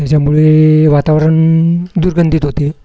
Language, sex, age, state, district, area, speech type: Marathi, male, 60+, Maharashtra, Wardha, rural, spontaneous